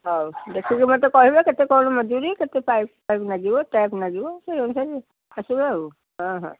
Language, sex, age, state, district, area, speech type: Odia, female, 60+, Odisha, Cuttack, urban, conversation